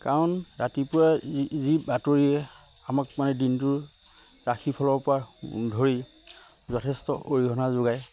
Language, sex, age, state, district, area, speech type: Assamese, male, 30-45, Assam, Majuli, urban, spontaneous